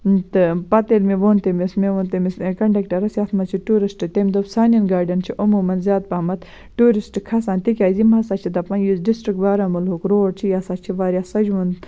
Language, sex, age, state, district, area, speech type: Kashmiri, female, 18-30, Jammu and Kashmir, Baramulla, rural, spontaneous